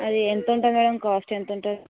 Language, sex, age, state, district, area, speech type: Telugu, female, 18-30, Telangana, Ranga Reddy, rural, conversation